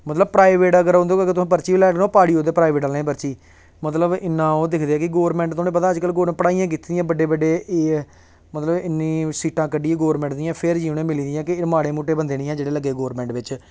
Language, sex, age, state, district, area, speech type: Dogri, male, 18-30, Jammu and Kashmir, Samba, rural, spontaneous